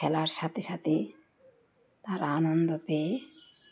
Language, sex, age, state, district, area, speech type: Bengali, female, 60+, West Bengal, Uttar Dinajpur, urban, spontaneous